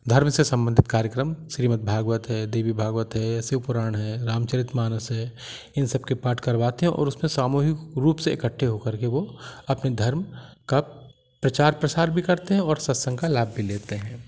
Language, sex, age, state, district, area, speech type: Hindi, male, 45-60, Madhya Pradesh, Jabalpur, urban, spontaneous